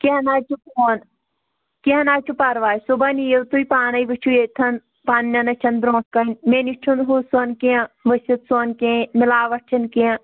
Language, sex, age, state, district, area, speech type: Kashmiri, female, 18-30, Jammu and Kashmir, Anantnag, rural, conversation